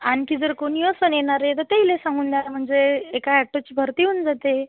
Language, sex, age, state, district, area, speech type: Marathi, female, 45-60, Maharashtra, Amravati, rural, conversation